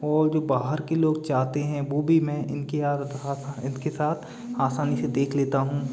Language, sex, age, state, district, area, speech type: Hindi, male, 30-45, Madhya Pradesh, Gwalior, urban, spontaneous